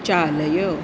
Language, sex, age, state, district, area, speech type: Sanskrit, female, 45-60, Maharashtra, Nagpur, urban, read